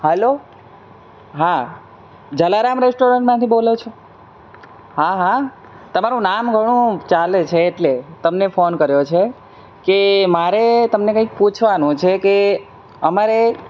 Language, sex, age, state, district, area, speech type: Gujarati, male, 18-30, Gujarat, Surat, rural, spontaneous